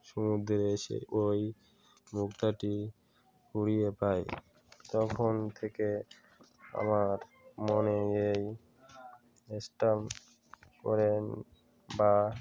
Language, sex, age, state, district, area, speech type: Bengali, male, 45-60, West Bengal, Uttar Dinajpur, urban, spontaneous